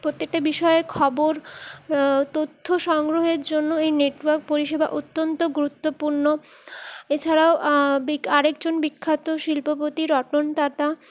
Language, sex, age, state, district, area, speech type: Bengali, female, 30-45, West Bengal, Purulia, urban, spontaneous